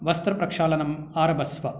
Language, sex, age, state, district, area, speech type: Sanskrit, male, 45-60, Karnataka, Bangalore Urban, urban, read